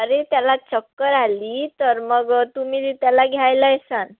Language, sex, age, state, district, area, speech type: Marathi, female, 30-45, Maharashtra, Yavatmal, rural, conversation